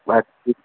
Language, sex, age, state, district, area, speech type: Sindhi, male, 45-60, Madhya Pradesh, Katni, urban, conversation